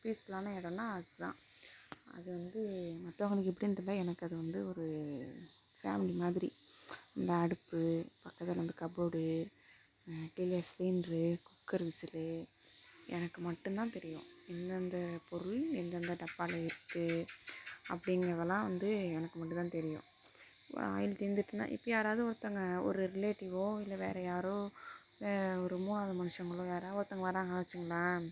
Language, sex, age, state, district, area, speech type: Tamil, female, 30-45, Tamil Nadu, Mayiladuthurai, rural, spontaneous